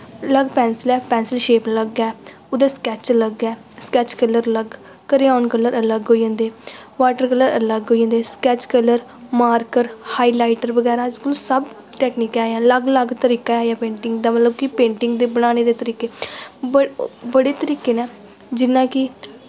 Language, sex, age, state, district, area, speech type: Dogri, female, 18-30, Jammu and Kashmir, Samba, rural, spontaneous